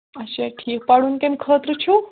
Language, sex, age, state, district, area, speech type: Kashmiri, female, 18-30, Jammu and Kashmir, Kulgam, rural, conversation